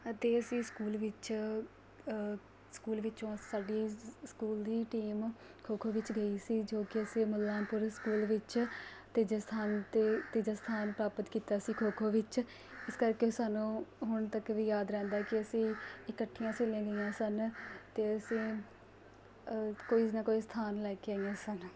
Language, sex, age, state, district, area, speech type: Punjabi, female, 18-30, Punjab, Mohali, rural, spontaneous